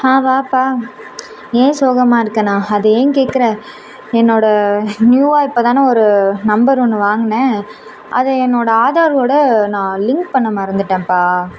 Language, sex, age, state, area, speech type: Tamil, female, 18-30, Tamil Nadu, urban, spontaneous